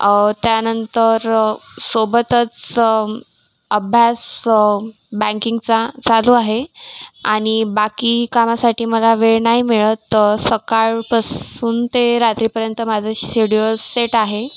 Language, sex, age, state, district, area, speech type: Marathi, female, 18-30, Maharashtra, Washim, rural, spontaneous